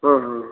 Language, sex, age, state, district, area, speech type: Kannada, male, 60+, Karnataka, Gulbarga, urban, conversation